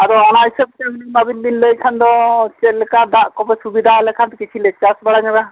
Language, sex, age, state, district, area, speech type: Santali, male, 45-60, Odisha, Mayurbhanj, rural, conversation